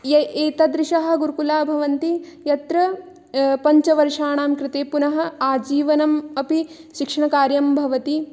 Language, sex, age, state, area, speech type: Sanskrit, female, 18-30, Rajasthan, urban, spontaneous